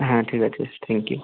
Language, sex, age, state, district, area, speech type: Bengali, male, 18-30, West Bengal, Birbhum, urban, conversation